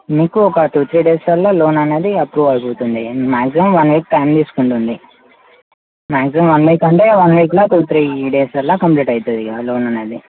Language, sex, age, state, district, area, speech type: Telugu, male, 18-30, Telangana, Mancherial, urban, conversation